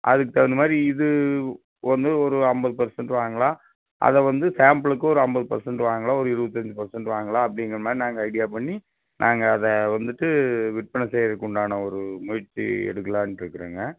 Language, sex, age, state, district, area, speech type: Tamil, male, 30-45, Tamil Nadu, Coimbatore, urban, conversation